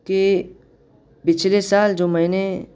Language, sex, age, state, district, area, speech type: Urdu, male, 18-30, Uttar Pradesh, Siddharthnagar, rural, spontaneous